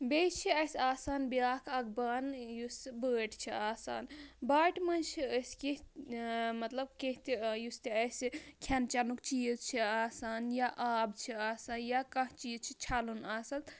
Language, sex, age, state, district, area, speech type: Kashmiri, female, 18-30, Jammu and Kashmir, Bandipora, rural, spontaneous